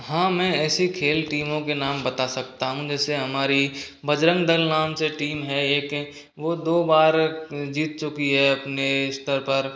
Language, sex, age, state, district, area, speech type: Hindi, male, 30-45, Rajasthan, Karauli, rural, spontaneous